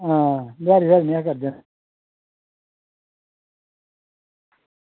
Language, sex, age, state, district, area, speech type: Dogri, female, 45-60, Jammu and Kashmir, Reasi, rural, conversation